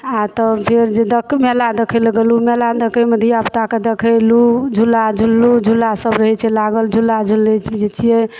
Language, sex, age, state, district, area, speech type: Maithili, female, 45-60, Bihar, Supaul, rural, spontaneous